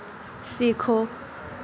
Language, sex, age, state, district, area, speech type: Hindi, female, 18-30, Madhya Pradesh, Harda, urban, read